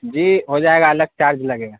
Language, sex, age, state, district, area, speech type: Urdu, male, 18-30, Bihar, Saharsa, rural, conversation